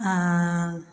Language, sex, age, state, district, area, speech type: Maithili, female, 45-60, Bihar, Begusarai, rural, spontaneous